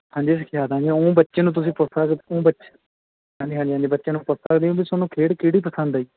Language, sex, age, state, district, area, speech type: Punjabi, male, 18-30, Punjab, Barnala, rural, conversation